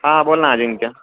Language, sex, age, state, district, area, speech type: Marathi, male, 18-30, Maharashtra, Ahmednagar, urban, conversation